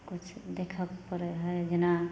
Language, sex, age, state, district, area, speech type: Maithili, female, 30-45, Bihar, Samastipur, rural, spontaneous